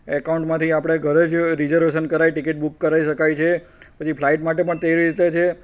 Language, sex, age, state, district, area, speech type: Gujarati, male, 45-60, Gujarat, Kheda, rural, spontaneous